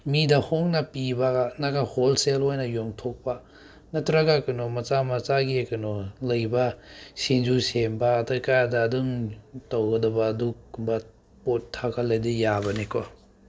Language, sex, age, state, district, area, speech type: Manipuri, male, 30-45, Manipur, Senapati, rural, spontaneous